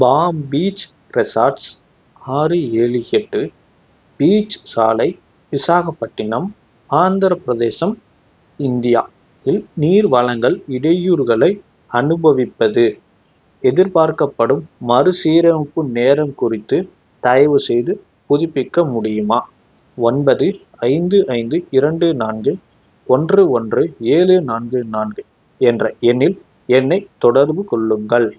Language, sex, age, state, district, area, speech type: Tamil, male, 18-30, Tamil Nadu, Tiruppur, rural, read